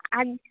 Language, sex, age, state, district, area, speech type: Odia, female, 18-30, Odisha, Malkangiri, urban, conversation